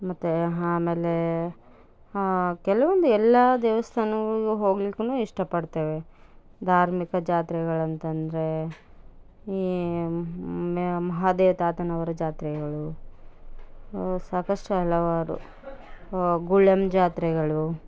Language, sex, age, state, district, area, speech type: Kannada, female, 30-45, Karnataka, Bellary, rural, spontaneous